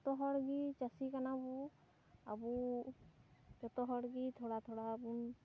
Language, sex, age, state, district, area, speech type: Santali, female, 18-30, West Bengal, Purba Bardhaman, rural, spontaneous